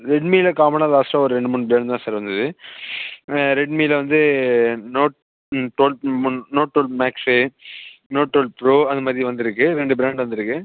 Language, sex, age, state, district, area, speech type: Tamil, male, 18-30, Tamil Nadu, Viluppuram, urban, conversation